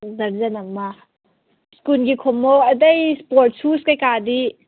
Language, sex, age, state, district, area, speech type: Manipuri, female, 18-30, Manipur, Kangpokpi, urban, conversation